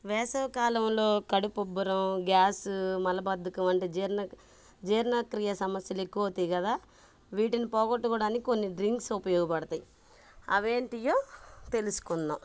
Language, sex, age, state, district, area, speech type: Telugu, female, 30-45, Andhra Pradesh, Bapatla, urban, spontaneous